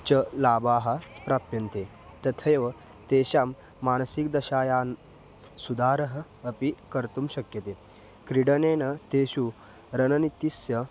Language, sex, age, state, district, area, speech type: Sanskrit, male, 18-30, Maharashtra, Kolhapur, rural, spontaneous